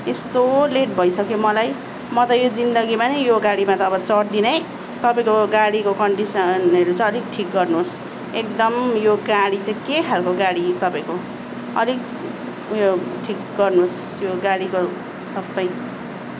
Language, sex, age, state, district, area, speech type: Nepali, female, 30-45, West Bengal, Darjeeling, rural, spontaneous